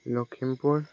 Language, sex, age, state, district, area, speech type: Assamese, male, 18-30, Assam, Lakhimpur, rural, spontaneous